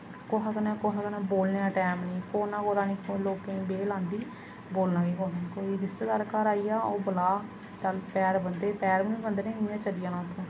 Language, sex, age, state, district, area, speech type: Dogri, female, 30-45, Jammu and Kashmir, Samba, rural, spontaneous